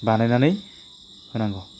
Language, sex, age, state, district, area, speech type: Bodo, male, 30-45, Assam, Chirang, rural, spontaneous